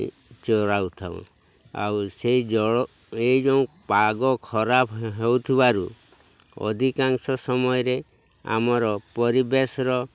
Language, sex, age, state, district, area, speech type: Odia, male, 60+, Odisha, Mayurbhanj, rural, spontaneous